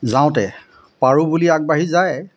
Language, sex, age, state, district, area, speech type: Assamese, male, 45-60, Assam, Golaghat, urban, spontaneous